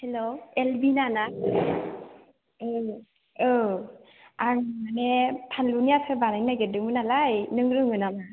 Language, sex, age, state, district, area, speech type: Bodo, female, 18-30, Assam, Chirang, urban, conversation